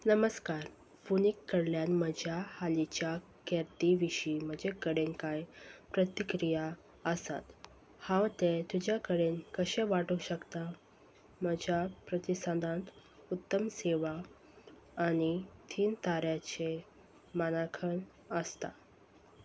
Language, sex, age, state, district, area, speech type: Goan Konkani, female, 18-30, Goa, Salcete, rural, read